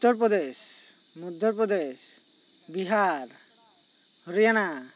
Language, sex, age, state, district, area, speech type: Santali, male, 18-30, West Bengal, Bankura, rural, spontaneous